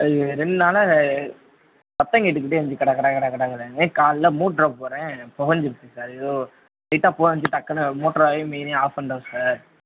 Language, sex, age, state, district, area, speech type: Tamil, male, 30-45, Tamil Nadu, Sivaganga, rural, conversation